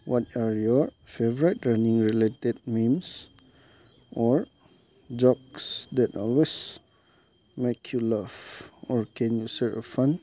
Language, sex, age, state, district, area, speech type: Manipuri, male, 18-30, Manipur, Chandel, rural, spontaneous